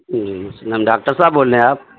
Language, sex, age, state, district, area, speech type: Urdu, male, 30-45, Delhi, Central Delhi, urban, conversation